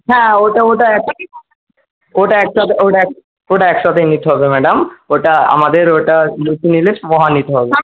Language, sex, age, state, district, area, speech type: Bengali, male, 18-30, West Bengal, Jhargram, rural, conversation